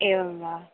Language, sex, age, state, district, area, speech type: Sanskrit, female, 18-30, Kerala, Thrissur, urban, conversation